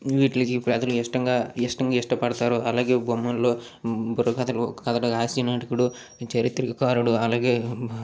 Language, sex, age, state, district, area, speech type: Telugu, male, 45-60, Andhra Pradesh, Srikakulam, urban, spontaneous